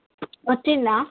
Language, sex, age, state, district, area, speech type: Telugu, female, 30-45, Telangana, Hanamkonda, rural, conversation